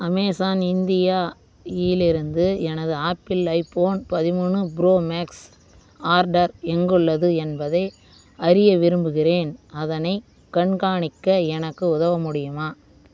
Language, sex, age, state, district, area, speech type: Tamil, female, 30-45, Tamil Nadu, Vellore, urban, read